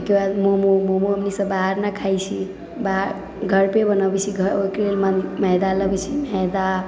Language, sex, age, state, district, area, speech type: Maithili, female, 18-30, Bihar, Sitamarhi, rural, spontaneous